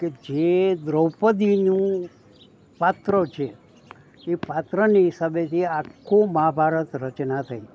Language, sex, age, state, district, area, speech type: Gujarati, male, 60+, Gujarat, Rajkot, urban, spontaneous